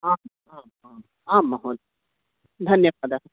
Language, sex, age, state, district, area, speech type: Sanskrit, female, 45-60, Karnataka, Dakshina Kannada, urban, conversation